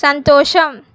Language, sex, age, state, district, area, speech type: Telugu, female, 18-30, Telangana, Medak, rural, read